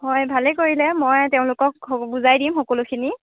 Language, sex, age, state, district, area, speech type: Assamese, female, 18-30, Assam, Jorhat, urban, conversation